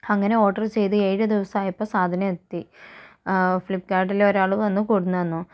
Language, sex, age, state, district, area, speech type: Malayalam, female, 45-60, Kerala, Kozhikode, urban, spontaneous